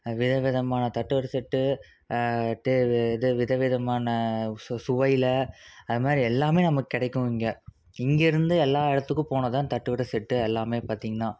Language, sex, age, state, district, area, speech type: Tamil, male, 18-30, Tamil Nadu, Salem, urban, spontaneous